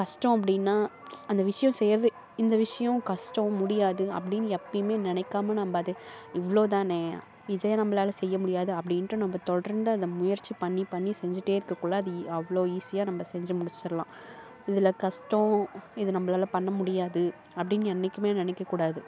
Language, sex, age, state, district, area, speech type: Tamil, female, 18-30, Tamil Nadu, Kallakurichi, urban, spontaneous